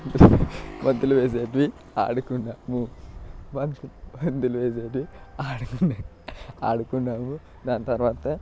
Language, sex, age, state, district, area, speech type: Telugu, male, 18-30, Telangana, Vikarabad, urban, spontaneous